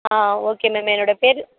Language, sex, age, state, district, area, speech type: Tamil, female, 18-30, Tamil Nadu, Perambalur, rural, conversation